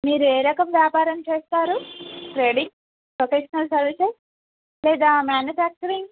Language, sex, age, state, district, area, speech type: Telugu, female, 30-45, Telangana, Bhadradri Kothagudem, urban, conversation